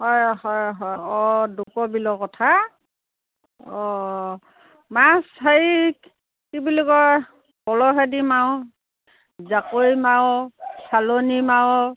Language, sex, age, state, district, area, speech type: Assamese, female, 45-60, Assam, Dhemaji, rural, conversation